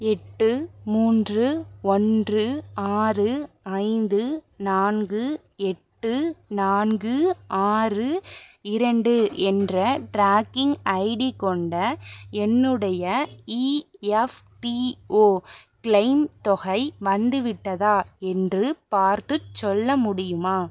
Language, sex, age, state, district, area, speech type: Tamil, female, 30-45, Tamil Nadu, Pudukkottai, rural, read